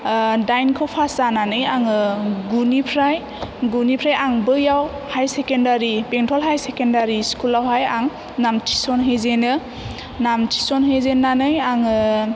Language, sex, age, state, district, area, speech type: Bodo, female, 18-30, Assam, Chirang, urban, spontaneous